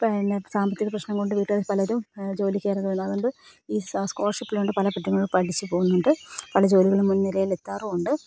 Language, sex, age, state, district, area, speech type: Malayalam, female, 18-30, Kerala, Kozhikode, rural, spontaneous